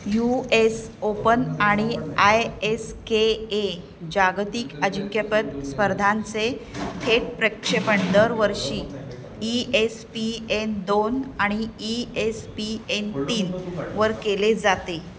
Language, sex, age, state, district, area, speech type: Marathi, female, 45-60, Maharashtra, Ratnagiri, urban, read